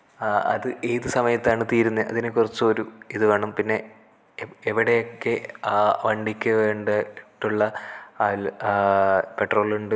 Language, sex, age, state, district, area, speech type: Malayalam, male, 18-30, Kerala, Kasaragod, rural, spontaneous